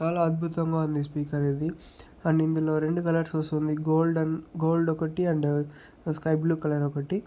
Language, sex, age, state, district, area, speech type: Telugu, male, 30-45, Andhra Pradesh, Chittoor, rural, spontaneous